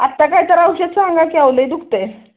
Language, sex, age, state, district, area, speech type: Marathi, female, 30-45, Maharashtra, Sangli, rural, conversation